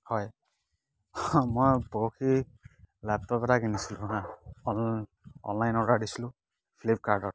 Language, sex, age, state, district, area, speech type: Assamese, male, 30-45, Assam, Dibrugarh, rural, spontaneous